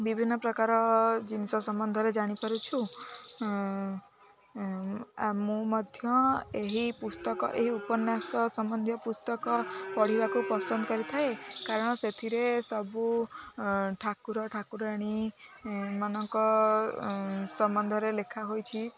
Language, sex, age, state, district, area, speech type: Odia, female, 18-30, Odisha, Jagatsinghpur, urban, spontaneous